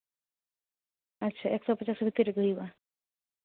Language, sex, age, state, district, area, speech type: Santali, female, 18-30, Jharkhand, Seraikela Kharsawan, rural, conversation